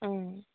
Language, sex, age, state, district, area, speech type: Tamil, female, 30-45, Tamil Nadu, Namakkal, rural, conversation